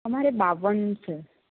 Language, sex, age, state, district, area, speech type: Gujarati, female, 18-30, Gujarat, Anand, urban, conversation